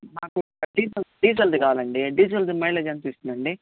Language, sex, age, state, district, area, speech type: Telugu, male, 30-45, Andhra Pradesh, Chittoor, rural, conversation